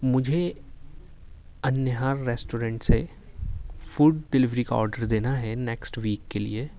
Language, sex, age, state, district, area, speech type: Urdu, male, 18-30, Uttar Pradesh, Ghaziabad, urban, spontaneous